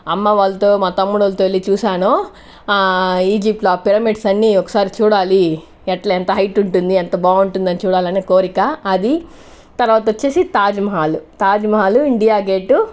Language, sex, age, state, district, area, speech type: Telugu, female, 30-45, Andhra Pradesh, Sri Balaji, rural, spontaneous